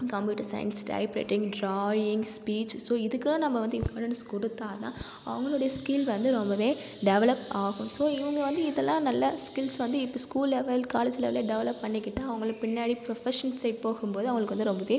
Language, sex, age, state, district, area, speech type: Tamil, female, 30-45, Tamil Nadu, Cuddalore, rural, spontaneous